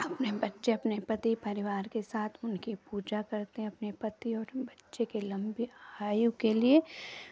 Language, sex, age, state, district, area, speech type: Hindi, female, 30-45, Uttar Pradesh, Chandauli, urban, spontaneous